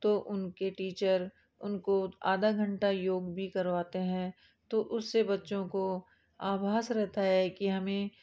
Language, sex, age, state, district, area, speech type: Hindi, female, 30-45, Rajasthan, Jaipur, urban, spontaneous